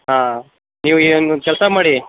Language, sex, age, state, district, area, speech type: Kannada, male, 18-30, Karnataka, Kodagu, rural, conversation